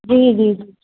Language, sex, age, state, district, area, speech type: Sindhi, female, 45-60, Maharashtra, Thane, urban, conversation